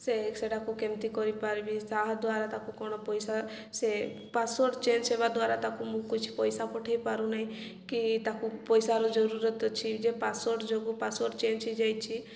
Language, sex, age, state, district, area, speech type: Odia, female, 18-30, Odisha, Koraput, urban, spontaneous